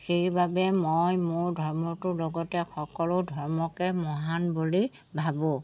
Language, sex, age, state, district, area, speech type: Assamese, female, 60+, Assam, Golaghat, rural, spontaneous